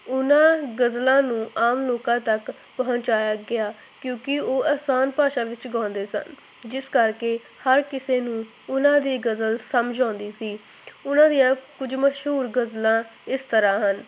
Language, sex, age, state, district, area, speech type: Punjabi, female, 18-30, Punjab, Hoshiarpur, rural, spontaneous